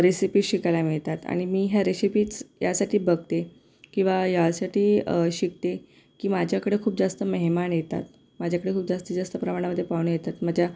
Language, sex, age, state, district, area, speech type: Marathi, female, 18-30, Maharashtra, Akola, urban, spontaneous